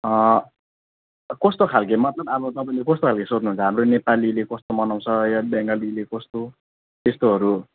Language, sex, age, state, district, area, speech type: Nepali, male, 30-45, West Bengal, Jalpaiguri, rural, conversation